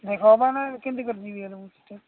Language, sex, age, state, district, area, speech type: Odia, male, 45-60, Odisha, Nabarangpur, rural, conversation